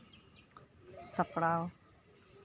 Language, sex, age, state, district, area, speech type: Santali, female, 45-60, West Bengal, Uttar Dinajpur, rural, spontaneous